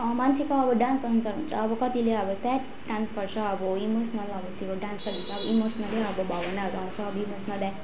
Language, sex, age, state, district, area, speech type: Nepali, female, 18-30, West Bengal, Darjeeling, rural, spontaneous